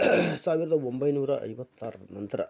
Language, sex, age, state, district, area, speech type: Kannada, male, 45-60, Karnataka, Koppal, rural, spontaneous